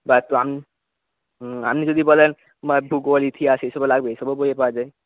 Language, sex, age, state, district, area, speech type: Bengali, male, 18-30, West Bengal, Paschim Medinipur, rural, conversation